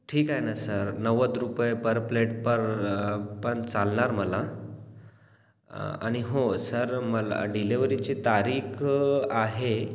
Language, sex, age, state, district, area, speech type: Marathi, male, 18-30, Maharashtra, Washim, rural, spontaneous